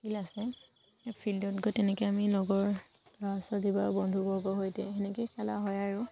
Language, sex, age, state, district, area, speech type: Assamese, female, 18-30, Assam, Dibrugarh, rural, spontaneous